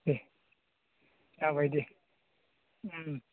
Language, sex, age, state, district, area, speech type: Bodo, male, 60+, Assam, Chirang, rural, conversation